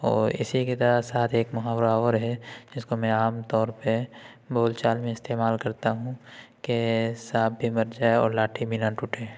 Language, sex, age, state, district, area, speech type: Urdu, male, 45-60, Uttar Pradesh, Lucknow, urban, spontaneous